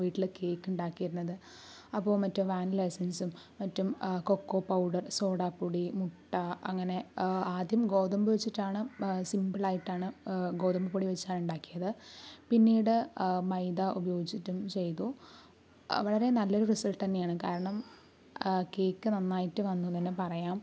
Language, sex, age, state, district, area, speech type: Malayalam, female, 45-60, Kerala, Palakkad, rural, spontaneous